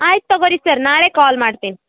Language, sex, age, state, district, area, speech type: Kannada, female, 18-30, Karnataka, Dharwad, rural, conversation